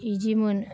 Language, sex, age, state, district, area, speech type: Bodo, female, 60+, Assam, Baksa, urban, spontaneous